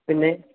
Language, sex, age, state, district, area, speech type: Malayalam, male, 18-30, Kerala, Idukki, rural, conversation